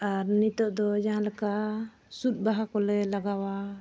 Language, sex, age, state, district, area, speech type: Santali, female, 45-60, Jharkhand, Bokaro, rural, spontaneous